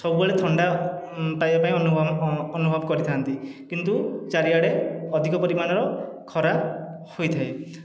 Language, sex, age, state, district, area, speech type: Odia, male, 30-45, Odisha, Khordha, rural, spontaneous